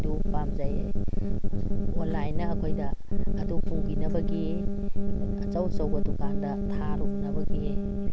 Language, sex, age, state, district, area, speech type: Manipuri, female, 60+, Manipur, Imphal East, rural, spontaneous